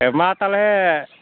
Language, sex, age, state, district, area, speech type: Santali, male, 30-45, West Bengal, Malda, rural, conversation